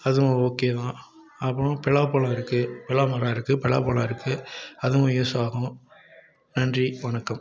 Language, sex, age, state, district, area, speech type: Tamil, male, 45-60, Tamil Nadu, Salem, rural, spontaneous